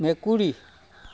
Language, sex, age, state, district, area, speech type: Assamese, male, 45-60, Assam, Sivasagar, rural, read